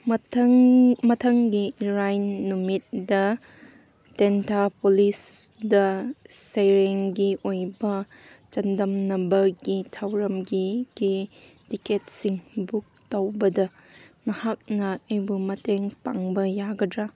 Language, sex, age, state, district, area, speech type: Manipuri, female, 18-30, Manipur, Kangpokpi, urban, read